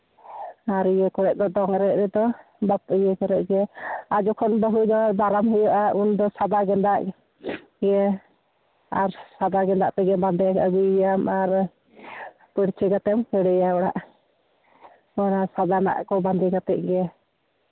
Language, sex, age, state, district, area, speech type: Santali, female, 30-45, West Bengal, Jhargram, rural, conversation